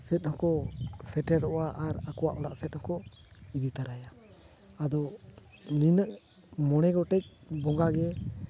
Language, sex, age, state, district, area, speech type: Santali, male, 30-45, Jharkhand, Seraikela Kharsawan, rural, spontaneous